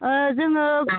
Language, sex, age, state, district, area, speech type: Bodo, female, 30-45, Assam, Baksa, rural, conversation